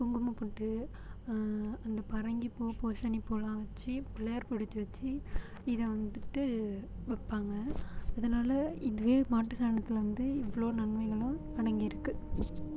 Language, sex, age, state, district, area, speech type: Tamil, female, 18-30, Tamil Nadu, Tiruvarur, rural, spontaneous